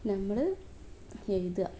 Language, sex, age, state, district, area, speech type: Malayalam, female, 18-30, Kerala, Kozhikode, rural, spontaneous